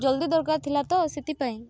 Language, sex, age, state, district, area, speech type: Odia, female, 18-30, Odisha, Rayagada, rural, spontaneous